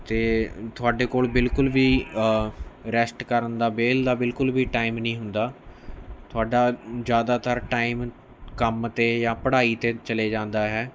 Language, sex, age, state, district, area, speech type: Punjabi, male, 18-30, Punjab, Mohali, urban, spontaneous